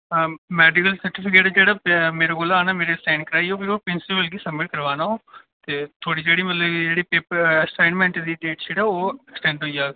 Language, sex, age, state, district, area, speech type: Dogri, male, 18-30, Jammu and Kashmir, Udhampur, urban, conversation